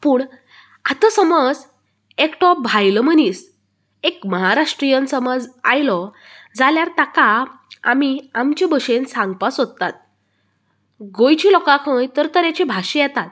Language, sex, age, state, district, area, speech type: Goan Konkani, female, 18-30, Goa, Canacona, rural, spontaneous